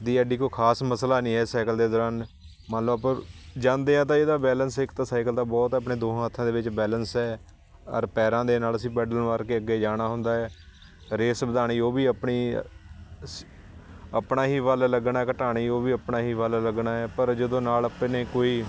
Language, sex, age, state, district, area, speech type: Punjabi, male, 30-45, Punjab, Shaheed Bhagat Singh Nagar, urban, spontaneous